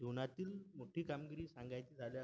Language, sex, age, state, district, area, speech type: Marathi, male, 18-30, Maharashtra, Washim, rural, spontaneous